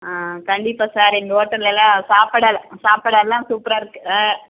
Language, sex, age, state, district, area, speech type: Tamil, female, 45-60, Tamil Nadu, Krishnagiri, rural, conversation